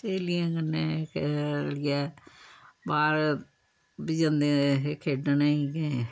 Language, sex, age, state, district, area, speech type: Dogri, female, 60+, Jammu and Kashmir, Samba, rural, spontaneous